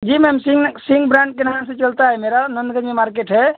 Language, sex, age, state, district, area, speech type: Hindi, male, 18-30, Uttar Pradesh, Ghazipur, urban, conversation